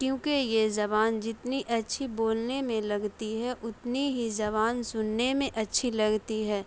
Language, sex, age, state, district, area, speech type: Urdu, female, 18-30, Bihar, Saharsa, rural, spontaneous